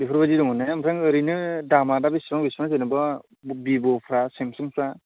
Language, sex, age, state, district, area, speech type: Bodo, male, 30-45, Assam, Chirang, rural, conversation